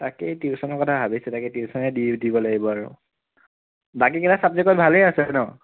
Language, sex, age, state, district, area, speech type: Assamese, male, 30-45, Assam, Sonitpur, rural, conversation